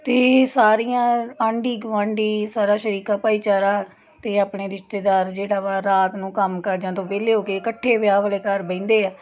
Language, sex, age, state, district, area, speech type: Punjabi, female, 30-45, Punjab, Tarn Taran, urban, spontaneous